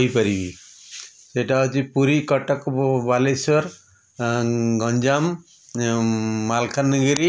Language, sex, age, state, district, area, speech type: Odia, male, 60+, Odisha, Puri, urban, spontaneous